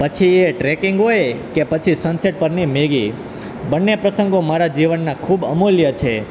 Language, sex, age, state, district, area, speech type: Gujarati, male, 18-30, Gujarat, Junagadh, rural, spontaneous